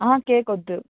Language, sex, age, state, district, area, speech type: Telugu, female, 18-30, Andhra Pradesh, Annamaya, rural, conversation